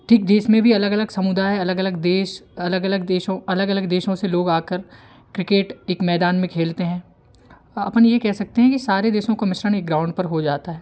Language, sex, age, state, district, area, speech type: Hindi, male, 18-30, Madhya Pradesh, Hoshangabad, rural, spontaneous